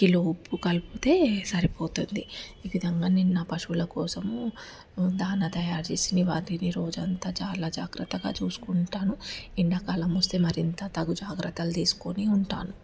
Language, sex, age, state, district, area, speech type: Telugu, female, 30-45, Telangana, Mancherial, rural, spontaneous